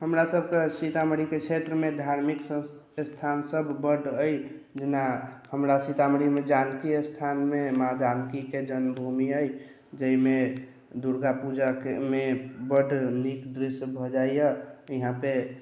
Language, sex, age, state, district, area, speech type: Maithili, male, 45-60, Bihar, Sitamarhi, rural, spontaneous